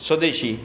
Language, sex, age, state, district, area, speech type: Sindhi, male, 60+, Gujarat, Kutch, urban, spontaneous